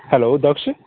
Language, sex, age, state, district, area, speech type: Punjabi, male, 18-30, Punjab, Pathankot, rural, conversation